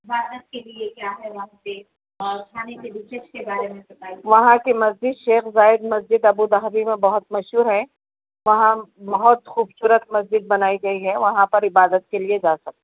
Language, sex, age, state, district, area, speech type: Urdu, female, 30-45, Telangana, Hyderabad, urban, conversation